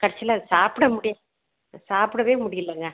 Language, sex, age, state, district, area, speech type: Tamil, female, 60+, Tamil Nadu, Madurai, rural, conversation